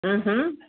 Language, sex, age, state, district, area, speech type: Urdu, female, 60+, Delhi, South Delhi, urban, conversation